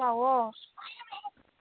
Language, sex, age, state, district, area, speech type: Manipuri, female, 45-60, Manipur, Churachandpur, urban, conversation